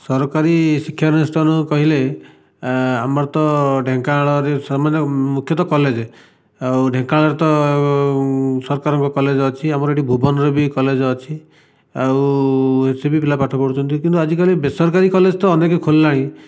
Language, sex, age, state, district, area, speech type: Odia, male, 45-60, Odisha, Dhenkanal, rural, spontaneous